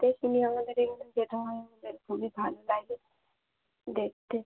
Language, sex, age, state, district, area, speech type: Bengali, female, 45-60, West Bengal, Dakshin Dinajpur, urban, conversation